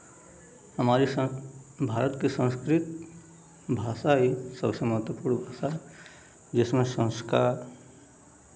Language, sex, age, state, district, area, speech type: Hindi, male, 30-45, Uttar Pradesh, Mau, rural, spontaneous